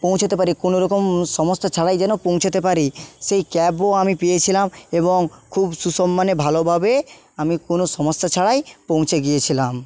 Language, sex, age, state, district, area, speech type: Bengali, male, 30-45, West Bengal, Jhargram, rural, spontaneous